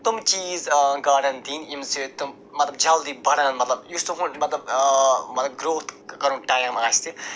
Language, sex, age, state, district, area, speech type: Kashmiri, male, 45-60, Jammu and Kashmir, Budgam, rural, spontaneous